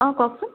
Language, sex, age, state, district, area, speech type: Assamese, female, 30-45, Assam, Dibrugarh, urban, conversation